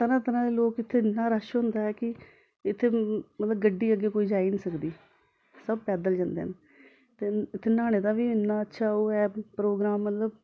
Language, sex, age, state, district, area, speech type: Dogri, female, 45-60, Jammu and Kashmir, Samba, urban, spontaneous